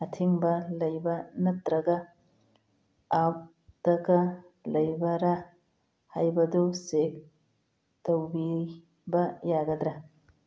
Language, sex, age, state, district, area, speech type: Manipuri, female, 45-60, Manipur, Churachandpur, urban, read